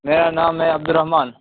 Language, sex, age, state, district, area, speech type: Urdu, male, 18-30, Uttar Pradesh, Saharanpur, urban, conversation